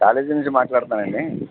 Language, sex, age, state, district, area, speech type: Telugu, male, 60+, Andhra Pradesh, Eluru, rural, conversation